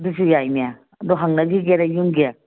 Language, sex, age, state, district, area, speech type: Manipuri, female, 45-60, Manipur, Kangpokpi, urban, conversation